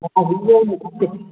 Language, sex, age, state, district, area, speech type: Sindhi, female, 30-45, Gujarat, Junagadh, rural, conversation